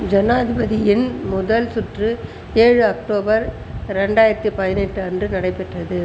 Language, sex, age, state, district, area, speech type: Tamil, female, 60+, Tamil Nadu, Chengalpattu, rural, read